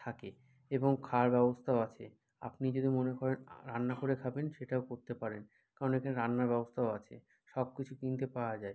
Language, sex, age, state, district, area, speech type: Bengali, male, 45-60, West Bengal, Bankura, urban, spontaneous